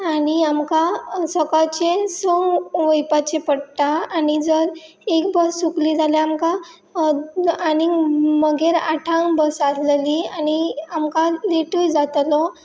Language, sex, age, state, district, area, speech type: Goan Konkani, female, 18-30, Goa, Pernem, rural, spontaneous